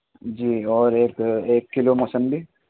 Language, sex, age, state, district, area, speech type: Urdu, male, 18-30, Delhi, East Delhi, urban, conversation